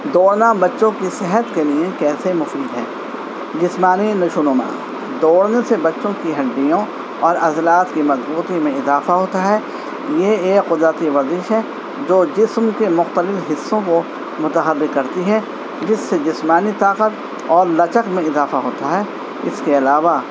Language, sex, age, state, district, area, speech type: Urdu, male, 45-60, Delhi, East Delhi, urban, spontaneous